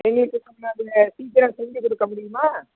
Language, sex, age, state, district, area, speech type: Tamil, female, 60+, Tamil Nadu, Thanjavur, urban, conversation